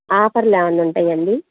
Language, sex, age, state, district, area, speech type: Telugu, female, 60+, Andhra Pradesh, Guntur, urban, conversation